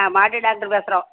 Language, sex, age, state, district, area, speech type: Tamil, female, 60+, Tamil Nadu, Thoothukudi, rural, conversation